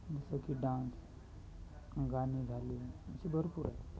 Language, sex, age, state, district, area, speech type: Marathi, male, 30-45, Maharashtra, Hingoli, urban, spontaneous